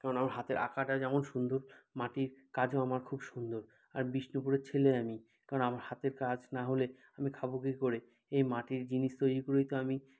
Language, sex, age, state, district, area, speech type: Bengali, male, 45-60, West Bengal, Bankura, urban, spontaneous